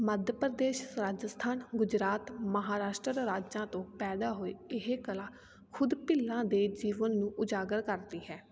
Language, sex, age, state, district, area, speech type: Punjabi, female, 18-30, Punjab, Fatehgarh Sahib, rural, spontaneous